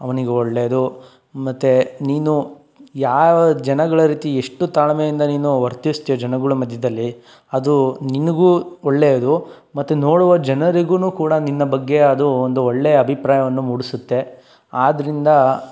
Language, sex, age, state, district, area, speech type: Kannada, male, 18-30, Karnataka, Tumkur, rural, spontaneous